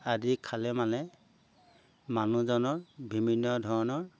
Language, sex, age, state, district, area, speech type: Assamese, male, 60+, Assam, Golaghat, urban, spontaneous